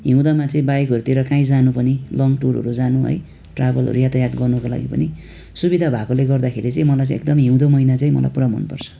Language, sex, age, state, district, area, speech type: Nepali, male, 18-30, West Bengal, Darjeeling, rural, spontaneous